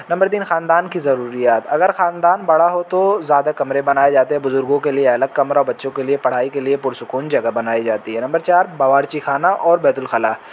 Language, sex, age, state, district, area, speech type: Urdu, male, 18-30, Uttar Pradesh, Azamgarh, rural, spontaneous